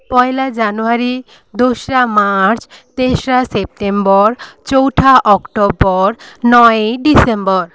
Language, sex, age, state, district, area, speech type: Bengali, female, 30-45, West Bengal, Paschim Medinipur, rural, spontaneous